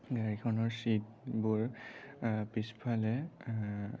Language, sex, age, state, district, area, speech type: Assamese, male, 30-45, Assam, Sonitpur, urban, spontaneous